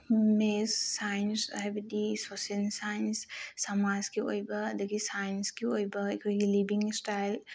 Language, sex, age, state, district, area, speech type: Manipuri, female, 18-30, Manipur, Bishnupur, rural, spontaneous